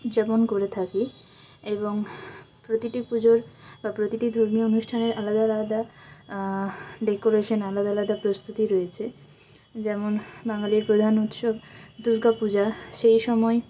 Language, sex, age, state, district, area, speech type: Bengali, female, 18-30, West Bengal, Jalpaiguri, rural, spontaneous